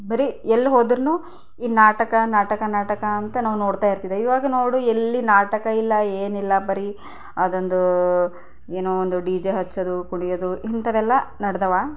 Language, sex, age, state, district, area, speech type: Kannada, female, 30-45, Karnataka, Bidar, rural, spontaneous